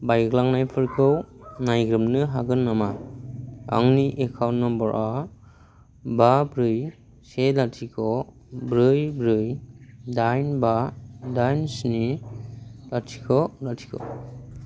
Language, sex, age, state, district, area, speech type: Bodo, male, 18-30, Assam, Kokrajhar, rural, read